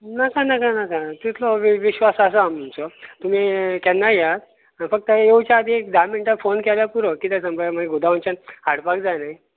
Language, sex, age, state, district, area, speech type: Goan Konkani, male, 45-60, Goa, Bardez, rural, conversation